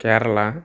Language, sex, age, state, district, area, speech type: Telugu, male, 18-30, Andhra Pradesh, Eluru, rural, spontaneous